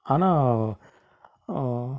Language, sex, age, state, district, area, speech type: Tamil, male, 45-60, Tamil Nadu, Krishnagiri, rural, spontaneous